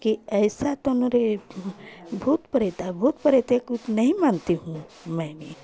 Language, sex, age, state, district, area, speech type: Hindi, female, 45-60, Uttar Pradesh, Chandauli, rural, spontaneous